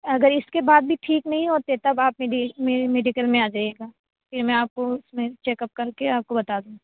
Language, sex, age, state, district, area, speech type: Urdu, female, 30-45, Uttar Pradesh, Aligarh, rural, conversation